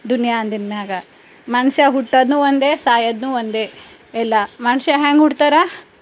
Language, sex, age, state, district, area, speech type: Kannada, female, 30-45, Karnataka, Bidar, rural, spontaneous